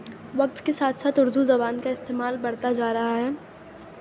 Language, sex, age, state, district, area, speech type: Urdu, female, 18-30, Uttar Pradesh, Aligarh, urban, spontaneous